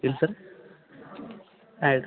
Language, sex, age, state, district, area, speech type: Kannada, male, 45-60, Karnataka, Belgaum, rural, conversation